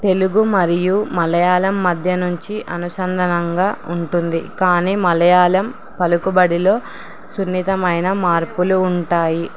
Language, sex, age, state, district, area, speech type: Telugu, female, 18-30, Telangana, Nizamabad, urban, spontaneous